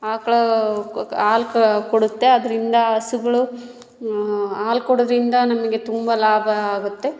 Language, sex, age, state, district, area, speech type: Kannada, female, 60+, Karnataka, Chitradurga, rural, spontaneous